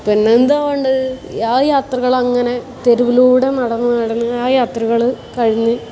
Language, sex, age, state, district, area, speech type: Malayalam, female, 18-30, Kerala, Kasaragod, urban, spontaneous